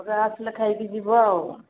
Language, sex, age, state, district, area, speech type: Odia, female, 45-60, Odisha, Angul, rural, conversation